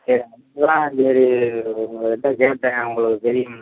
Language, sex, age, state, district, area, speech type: Tamil, male, 60+, Tamil Nadu, Pudukkottai, rural, conversation